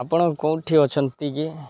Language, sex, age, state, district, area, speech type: Odia, male, 18-30, Odisha, Balangir, urban, spontaneous